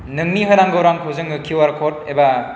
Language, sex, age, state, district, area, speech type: Bodo, male, 30-45, Assam, Chirang, rural, spontaneous